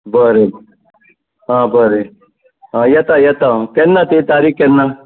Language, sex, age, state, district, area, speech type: Goan Konkani, male, 60+, Goa, Tiswadi, rural, conversation